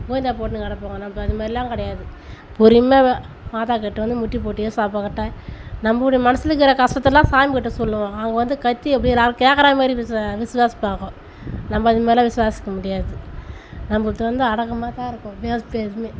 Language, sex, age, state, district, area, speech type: Tamil, female, 30-45, Tamil Nadu, Tiruvannamalai, rural, spontaneous